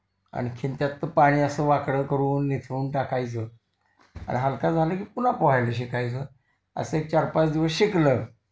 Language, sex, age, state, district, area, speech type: Marathi, male, 60+, Maharashtra, Kolhapur, urban, spontaneous